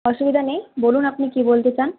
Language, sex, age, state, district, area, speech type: Bengali, female, 18-30, West Bengal, Purulia, rural, conversation